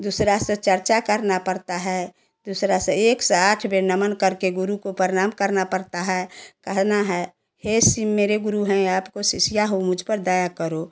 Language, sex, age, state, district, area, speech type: Hindi, female, 60+, Bihar, Samastipur, urban, spontaneous